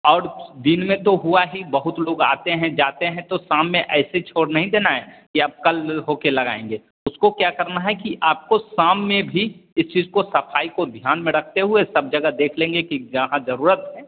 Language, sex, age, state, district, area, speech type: Hindi, male, 30-45, Bihar, Begusarai, rural, conversation